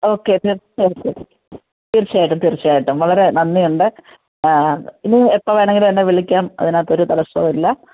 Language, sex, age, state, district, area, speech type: Malayalam, female, 45-60, Kerala, Alappuzha, rural, conversation